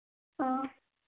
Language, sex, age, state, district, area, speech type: Manipuri, female, 30-45, Manipur, Senapati, rural, conversation